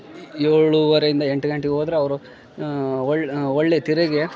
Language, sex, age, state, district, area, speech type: Kannada, male, 18-30, Karnataka, Bellary, rural, spontaneous